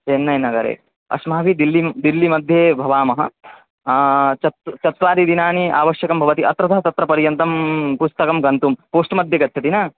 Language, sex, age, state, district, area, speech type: Sanskrit, male, 18-30, Assam, Biswanath, rural, conversation